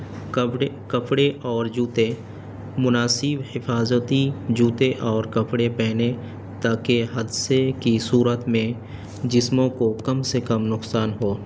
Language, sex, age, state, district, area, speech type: Urdu, male, 30-45, Delhi, North East Delhi, urban, spontaneous